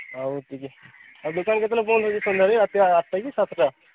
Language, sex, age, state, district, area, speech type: Odia, male, 30-45, Odisha, Sambalpur, rural, conversation